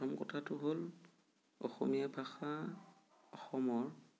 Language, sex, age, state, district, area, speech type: Assamese, male, 30-45, Assam, Sonitpur, rural, spontaneous